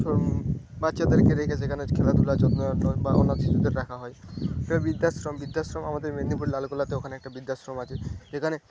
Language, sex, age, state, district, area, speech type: Bengali, male, 18-30, West Bengal, Paschim Medinipur, rural, spontaneous